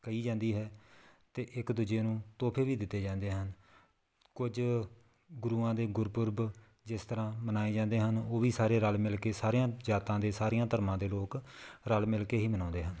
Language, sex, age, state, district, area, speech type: Punjabi, male, 30-45, Punjab, Tarn Taran, rural, spontaneous